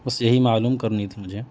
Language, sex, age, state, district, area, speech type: Urdu, male, 30-45, Bihar, Gaya, urban, spontaneous